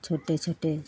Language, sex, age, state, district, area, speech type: Hindi, female, 60+, Uttar Pradesh, Lucknow, rural, spontaneous